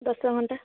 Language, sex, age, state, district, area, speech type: Odia, female, 18-30, Odisha, Nayagarh, rural, conversation